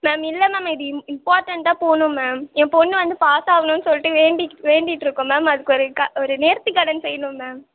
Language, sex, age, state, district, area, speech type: Tamil, female, 18-30, Tamil Nadu, Tiruvannamalai, urban, conversation